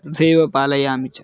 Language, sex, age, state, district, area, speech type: Sanskrit, male, 18-30, Karnataka, Bagalkot, rural, spontaneous